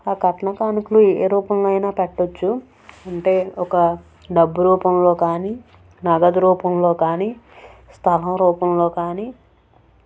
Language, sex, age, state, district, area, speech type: Telugu, female, 18-30, Andhra Pradesh, Anakapalli, urban, spontaneous